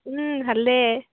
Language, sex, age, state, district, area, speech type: Assamese, female, 30-45, Assam, Tinsukia, rural, conversation